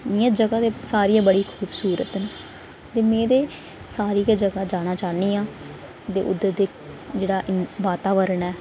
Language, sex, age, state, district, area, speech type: Dogri, female, 18-30, Jammu and Kashmir, Reasi, rural, spontaneous